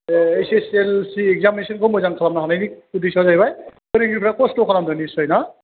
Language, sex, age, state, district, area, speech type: Bodo, male, 45-60, Assam, Chirang, rural, conversation